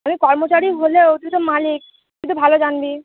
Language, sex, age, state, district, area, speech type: Bengali, female, 18-30, West Bengal, Uttar Dinajpur, urban, conversation